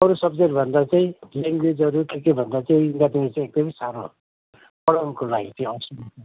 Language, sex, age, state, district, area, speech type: Nepali, male, 60+, West Bengal, Kalimpong, rural, conversation